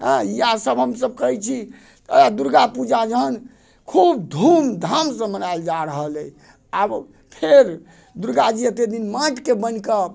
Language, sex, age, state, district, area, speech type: Maithili, male, 60+, Bihar, Muzaffarpur, rural, spontaneous